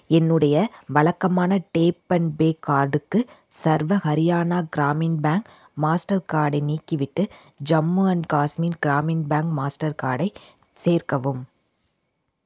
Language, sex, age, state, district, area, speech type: Tamil, female, 18-30, Tamil Nadu, Sivaganga, rural, read